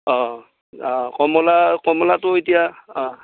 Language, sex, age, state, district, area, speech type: Assamese, male, 45-60, Assam, Darrang, rural, conversation